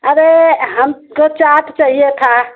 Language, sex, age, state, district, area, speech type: Hindi, female, 60+, Uttar Pradesh, Mau, urban, conversation